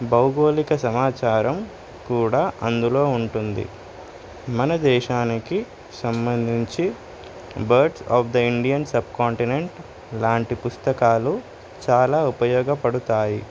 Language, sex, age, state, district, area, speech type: Telugu, male, 18-30, Telangana, Suryapet, urban, spontaneous